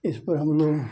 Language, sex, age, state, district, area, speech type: Hindi, male, 45-60, Bihar, Madhepura, rural, spontaneous